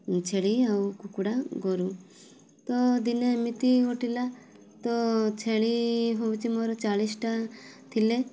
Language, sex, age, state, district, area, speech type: Odia, female, 18-30, Odisha, Mayurbhanj, rural, spontaneous